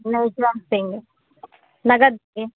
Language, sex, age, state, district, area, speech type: Hindi, female, 60+, Uttar Pradesh, Sitapur, rural, conversation